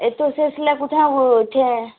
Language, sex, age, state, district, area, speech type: Dogri, female, 18-30, Jammu and Kashmir, Udhampur, rural, conversation